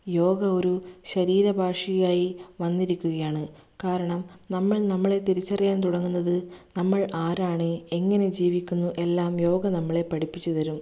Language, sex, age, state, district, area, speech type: Malayalam, female, 30-45, Kerala, Kannur, rural, spontaneous